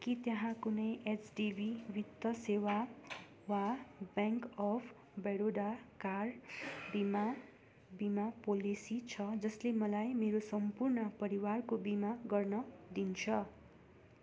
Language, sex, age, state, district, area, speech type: Nepali, female, 30-45, West Bengal, Darjeeling, rural, read